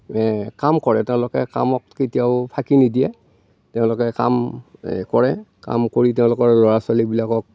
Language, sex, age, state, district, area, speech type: Assamese, male, 60+, Assam, Darrang, rural, spontaneous